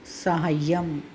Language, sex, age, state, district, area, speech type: Sanskrit, female, 45-60, Maharashtra, Nagpur, urban, read